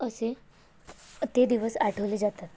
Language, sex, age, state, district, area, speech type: Marathi, female, 18-30, Maharashtra, Bhandara, rural, spontaneous